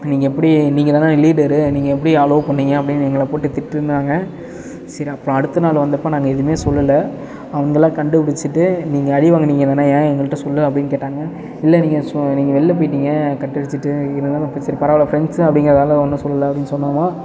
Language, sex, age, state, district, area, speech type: Tamil, male, 18-30, Tamil Nadu, Ariyalur, rural, spontaneous